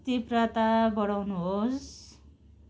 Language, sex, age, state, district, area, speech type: Nepali, female, 60+, West Bengal, Kalimpong, rural, read